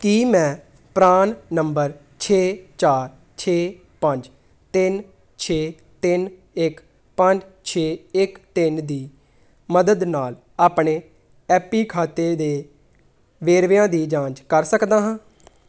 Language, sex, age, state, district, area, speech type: Punjabi, female, 18-30, Punjab, Tarn Taran, urban, read